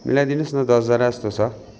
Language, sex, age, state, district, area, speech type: Nepali, male, 45-60, West Bengal, Darjeeling, rural, spontaneous